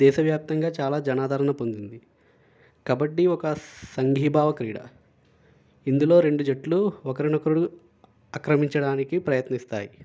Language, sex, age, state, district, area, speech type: Telugu, male, 18-30, Andhra Pradesh, Konaseema, rural, spontaneous